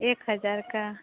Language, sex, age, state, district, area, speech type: Hindi, female, 30-45, Bihar, Samastipur, rural, conversation